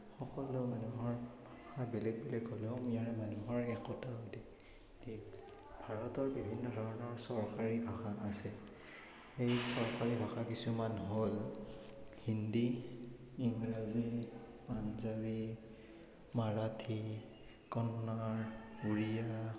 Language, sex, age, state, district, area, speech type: Assamese, male, 18-30, Assam, Morigaon, rural, spontaneous